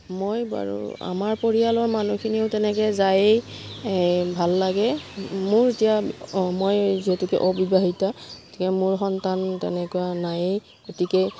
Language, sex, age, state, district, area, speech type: Assamese, female, 45-60, Assam, Udalguri, rural, spontaneous